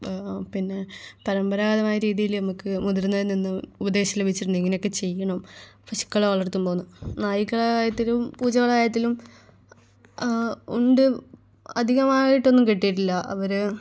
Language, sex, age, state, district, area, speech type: Malayalam, female, 18-30, Kerala, Kannur, rural, spontaneous